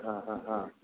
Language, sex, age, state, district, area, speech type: Odia, male, 60+, Odisha, Gajapati, rural, conversation